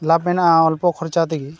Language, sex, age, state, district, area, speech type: Santali, male, 18-30, West Bengal, Malda, rural, spontaneous